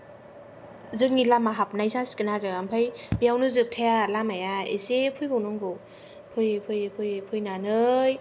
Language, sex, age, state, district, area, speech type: Bodo, female, 18-30, Assam, Kokrajhar, rural, spontaneous